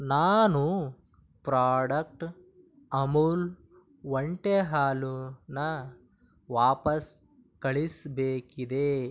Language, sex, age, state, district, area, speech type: Kannada, male, 18-30, Karnataka, Bidar, rural, read